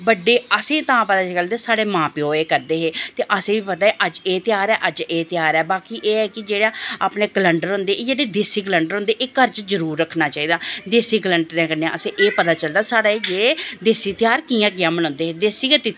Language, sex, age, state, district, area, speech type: Dogri, female, 45-60, Jammu and Kashmir, Reasi, urban, spontaneous